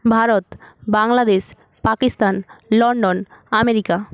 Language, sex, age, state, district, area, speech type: Bengali, female, 18-30, West Bengal, Purba Medinipur, rural, spontaneous